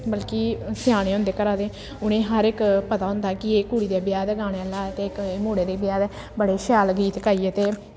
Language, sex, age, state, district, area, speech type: Dogri, female, 18-30, Jammu and Kashmir, Samba, rural, spontaneous